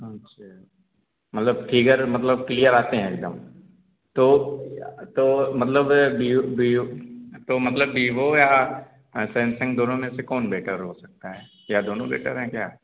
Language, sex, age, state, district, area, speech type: Hindi, male, 30-45, Uttar Pradesh, Azamgarh, rural, conversation